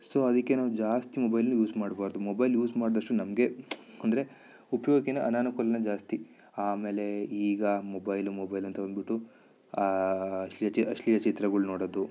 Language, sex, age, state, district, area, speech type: Kannada, male, 30-45, Karnataka, Bidar, rural, spontaneous